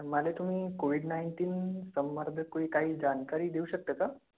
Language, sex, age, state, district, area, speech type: Marathi, male, 18-30, Maharashtra, Gondia, rural, conversation